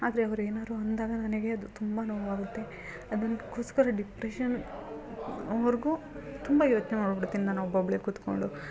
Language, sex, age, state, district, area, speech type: Kannada, female, 30-45, Karnataka, Hassan, rural, spontaneous